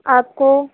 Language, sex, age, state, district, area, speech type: Urdu, female, 18-30, Uttar Pradesh, Gautam Buddha Nagar, rural, conversation